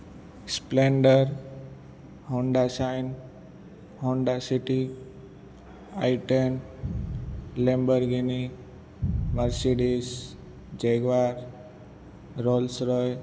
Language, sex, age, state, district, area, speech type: Gujarati, male, 18-30, Gujarat, Ahmedabad, urban, spontaneous